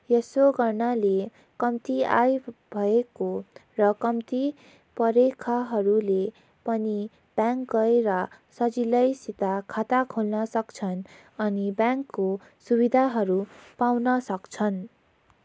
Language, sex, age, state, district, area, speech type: Nepali, female, 18-30, West Bengal, Darjeeling, rural, spontaneous